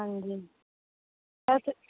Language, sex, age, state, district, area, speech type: Punjabi, female, 30-45, Punjab, Muktsar, urban, conversation